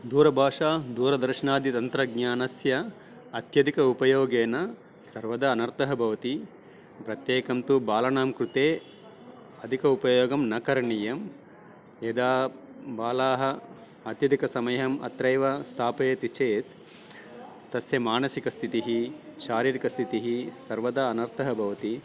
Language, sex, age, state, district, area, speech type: Sanskrit, male, 45-60, Telangana, Karimnagar, urban, spontaneous